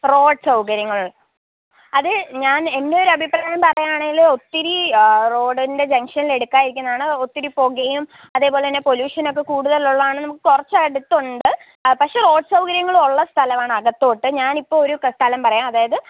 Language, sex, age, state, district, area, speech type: Malayalam, female, 18-30, Kerala, Pathanamthitta, rural, conversation